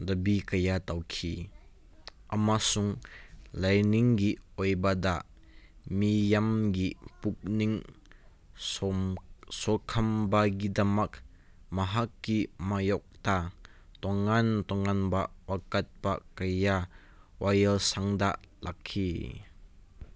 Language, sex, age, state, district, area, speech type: Manipuri, male, 18-30, Manipur, Kangpokpi, urban, read